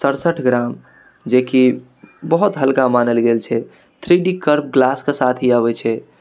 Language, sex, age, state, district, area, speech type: Maithili, male, 18-30, Bihar, Darbhanga, urban, spontaneous